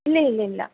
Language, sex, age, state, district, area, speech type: Malayalam, female, 30-45, Kerala, Kottayam, urban, conversation